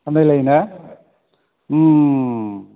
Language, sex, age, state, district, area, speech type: Bodo, male, 30-45, Assam, Kokrajhar, rural, conversation